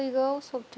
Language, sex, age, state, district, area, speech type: Bodo, female, 18-30, Assam, Chirang, rural, read